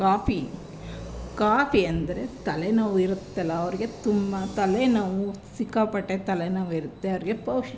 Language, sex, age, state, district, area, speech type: Kannada, female, 30-45, Karnataka, Chamarajanagar, rural, spontaneous